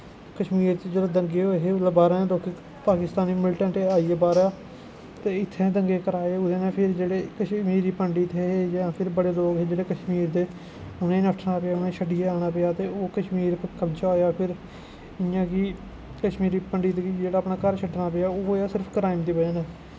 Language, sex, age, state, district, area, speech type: Dogri, male, 18-30, Jammu and Kashmir, Kathua, rural, spontaneous